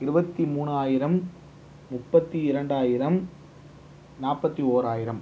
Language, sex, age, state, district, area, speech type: Tamil, male, 30-45, Tamil Nadu, Viluppuram, urban, spontaneous